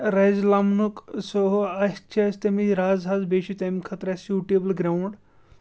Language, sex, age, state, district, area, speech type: Kashmiri, male, 18-30, Jammu and Kashmir, Shopian, rural, spontaneous